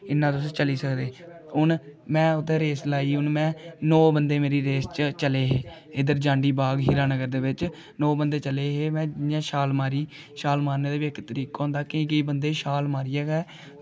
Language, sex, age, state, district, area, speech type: Dogri, male, 18-30, Jammu and Kashmir, Kathua, rural, spontaneous